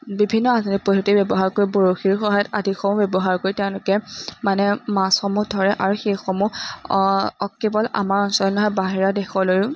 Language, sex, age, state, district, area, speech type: Assamese, female, 18-30, Assam, Majuli, urban, spontaneous